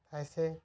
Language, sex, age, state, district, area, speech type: Odia, male, 30-45, Odisha, Mayurbhanj, rural, spontaneous